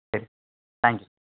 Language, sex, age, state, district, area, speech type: Tamil, male, 18-30, Tamil Nadu, Tiruvarur, rural, conversation